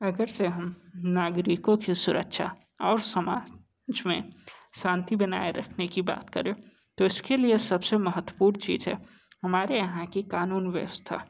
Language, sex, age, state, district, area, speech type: Hindi, male, 18-30, Uttar Pradesh, Sonbhadra, rural, spontaneous